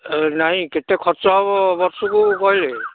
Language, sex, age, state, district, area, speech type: Odia, male, 45-60, Odisha, Nayagarh, rural, conversation